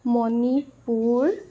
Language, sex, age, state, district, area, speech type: Assamese, female, 18-30, Assam, Tinsukia, rural, spontaneous